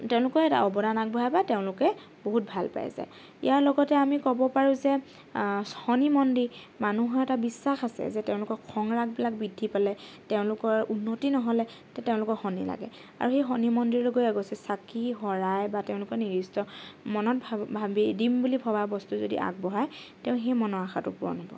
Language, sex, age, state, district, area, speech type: Assamese, female, 18-30, Assam, Lakhimpur, rural, spontaneous